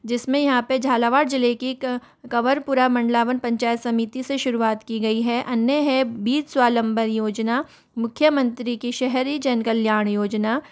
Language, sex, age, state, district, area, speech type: Hindi, female, 30-45, Rajasthan, Jaipur, urban, spontaneous